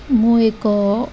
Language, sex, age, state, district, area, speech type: Odia, female, 18-30, Odisha, Subarnapur, urban, spontaneous